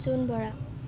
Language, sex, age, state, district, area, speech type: Assamese, female, 18-30, Assam, Jorhat, urban, spontaneous